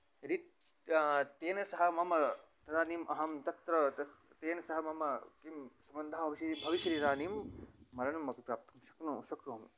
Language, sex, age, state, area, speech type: Sanskrit, male, 18-30, Haryana, rural, spontaneous